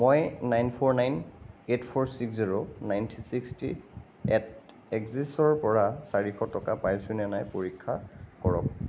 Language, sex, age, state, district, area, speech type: Assamese, male, 45-60, Assam, Nagaon, rural, read